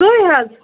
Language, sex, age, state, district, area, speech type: Kashmiri, female, 18-30, Jammu and Kashmir, Budgam, rural, conversation